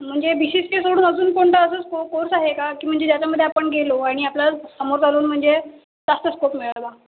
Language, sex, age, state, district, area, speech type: Marathi, female, 30-45, Maharashtra, Nagpur, urban, conversation